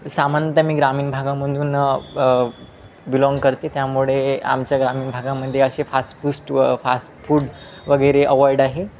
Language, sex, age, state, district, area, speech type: Marathi, male, 18-30, Maharashtra, Wardha, urban, spontaneous